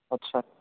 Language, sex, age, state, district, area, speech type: Hindi, male, 30-45, Uttar Pradesh, Jaunpur, rural, conversation